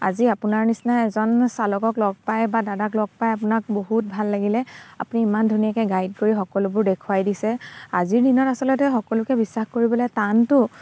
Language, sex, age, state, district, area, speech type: Assamese, female, 30-45, Assam, Dibrugarh, rural, spontaneous